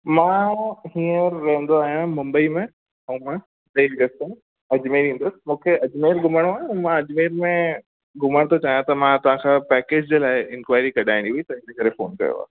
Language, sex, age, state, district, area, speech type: Sindhi, male, 18-30, Rajasthan, Ajmer, urban, conversation